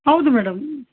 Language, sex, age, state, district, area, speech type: Kannada, female, 30-45, Karnataka, Bellary, rural, conversation